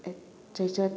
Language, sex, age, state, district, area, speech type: Manipuri, female, 30-45, Manipur, Kakching, rural, spontaneous